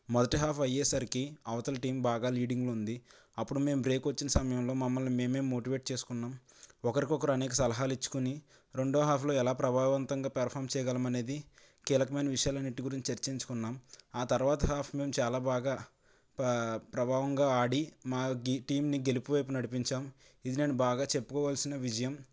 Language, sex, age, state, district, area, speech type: Telugu, male, 18-30, Andhra Pradesh, Konaseema, rural, spontaneous